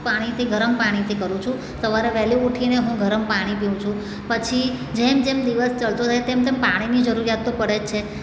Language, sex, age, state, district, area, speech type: Gujarati, female, 45-60, Gujarat, Surat, urban, spontaneous